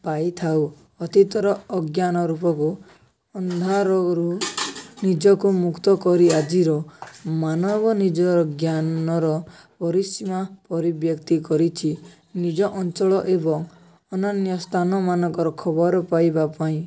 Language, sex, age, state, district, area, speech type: Odia, male, 18-30, Odisha, Nabarangpur, urban, spontaneous